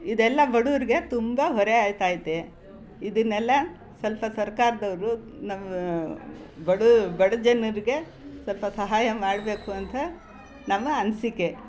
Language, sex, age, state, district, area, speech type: Kannada, female, 60+, Karnataka, Mysore, rural, spontaneous